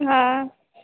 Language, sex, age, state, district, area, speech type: Marathi, female, 30-45, Maharashtra, Nagpur, rural, conversation